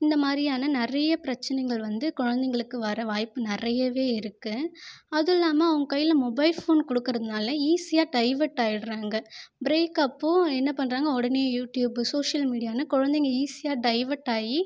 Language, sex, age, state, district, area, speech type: Tamil, female, 18-30, Tamil Nadu, Viluppuram, urban, spontaneous